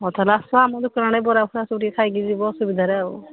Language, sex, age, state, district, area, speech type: Odia, female, 60+, Odisha, Angul, rural, conversation